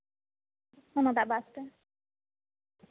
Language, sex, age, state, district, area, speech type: Santali, female, 18-30, West Bengal, Bankura, rural, conversation